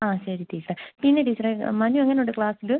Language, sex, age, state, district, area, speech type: Malayalam, female, 18-30, Kerala, Kollam, rural, conversation